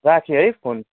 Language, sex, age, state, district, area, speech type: Nepali, male, 18-30, West Bengal, Kalimpong, rural, conversation